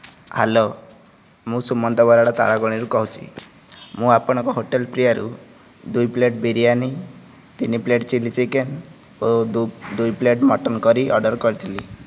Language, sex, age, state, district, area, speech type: Odia, male, 18-30, Odisha, Nayagarh, rural, spontaneous